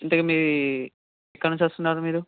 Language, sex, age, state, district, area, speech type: Telugu, male, 18-30, Telangana, Sangareddy, urban, conversation